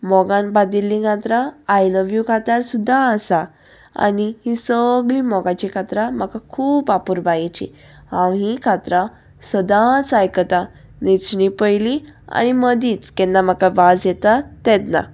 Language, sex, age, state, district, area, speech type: Goan Konkani, female, 18-30, Goa, Salcete, urban, spontaneous